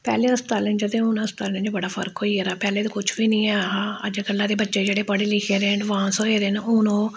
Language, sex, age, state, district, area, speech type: Dogri, female, 45-60, Jammu and Kashmir, Samba, rural, spontaneous